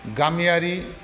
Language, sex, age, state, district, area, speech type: Bodo, male, 45-60, Assam, Kokrajhar, rural, spontaneous